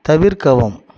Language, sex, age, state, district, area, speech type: Tamil, male, 45-60, Tamil Nadu, Viluppuram, rural, read